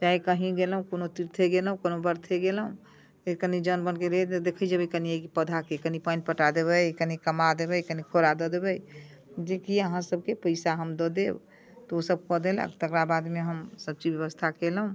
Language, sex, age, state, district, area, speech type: Maithili, female, 60+, Bihar, Muzaffarpur, rural, spontaneous